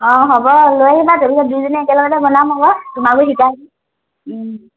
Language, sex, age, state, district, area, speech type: Assamese, female, 18-30, Assam, Lakhimpur, rural, conversation